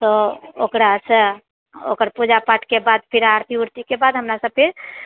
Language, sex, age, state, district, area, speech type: Maithili, female, 60+, Bihar, Purnia, rural, conversation